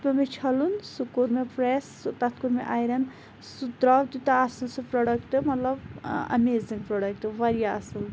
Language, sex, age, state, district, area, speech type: Kashmiri, female, 30-45, Jammu and Kashmir, Pulwama, rural, spontaneous